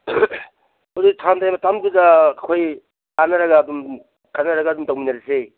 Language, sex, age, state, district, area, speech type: Manipuri, male, 60+, Manipur, Kangpokpi, urban, conversation